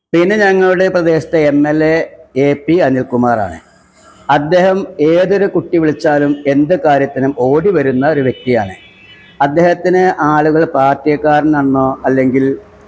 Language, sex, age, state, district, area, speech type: Malayalam, male, 60+, Kerala, Malappuram, rural, spontaneous